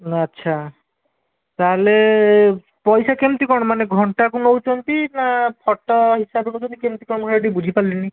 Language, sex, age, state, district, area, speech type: Odia, male, 30-45, Odisha, Jajpur, rural, conversation